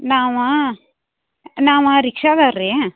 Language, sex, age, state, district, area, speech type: Kannada, female, 60+, Karnataka, Belgaum, rural, conversation